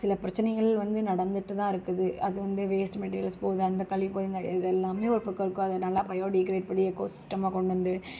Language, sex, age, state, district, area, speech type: Tamil, female, 18-30, Tamil Nadu, Kanchipuram, urban, spontaneous